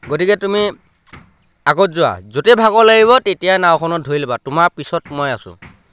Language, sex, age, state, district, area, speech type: Assamese, male, 30-45, Assam, Lakhimpur, rural, spontaneous